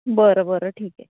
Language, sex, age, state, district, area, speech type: Marathi, female, 30-45, Maharashtra, Wardha, rural, conversation